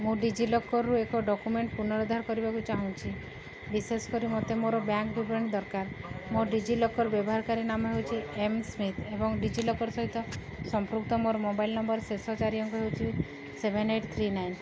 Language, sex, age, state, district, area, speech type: Odia, female, 30-45, Odisha, Sundergarh, urban, read